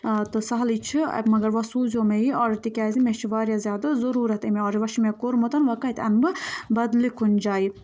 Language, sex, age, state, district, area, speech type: Kashmiri, female, 18-30, Jammu and Kashmir, Baramulla, rural, spontaneous